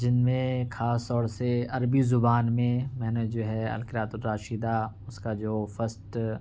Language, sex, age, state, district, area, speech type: Urdu, male, 18-30, Uttar Pradesh, Ghaziabad, urban, spontaneous